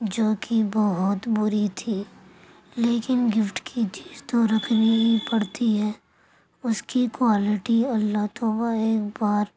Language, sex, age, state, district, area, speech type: Urdu, female, 45-60, Uttar Pradesh, Gautam Buddha Nagar, rural, spontaneous